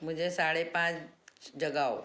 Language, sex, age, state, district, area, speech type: Hindi, female, 60+, Madhya Pradesh, Ujjain, urban, read